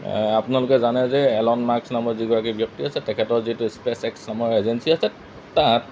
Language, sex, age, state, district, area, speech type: Assamese, male, 30-45, Assam, Golaghat, rural, spontaneous